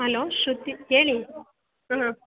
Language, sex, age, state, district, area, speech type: Kannada, female, 30-45, Karnataka, Mandya, rural, conversation